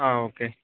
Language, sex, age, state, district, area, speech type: Malayalam, male, 30-45, Kerala, Kozhikode, urban, conversation